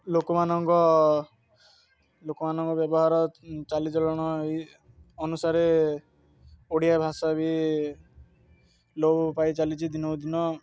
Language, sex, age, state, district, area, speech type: Odia, male, 18-30, Odisha, Ganjam, urban, spontaneous